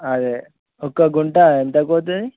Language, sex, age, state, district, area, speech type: Telugu, male, 30-45, Telangana, Mancherial, rural, conversation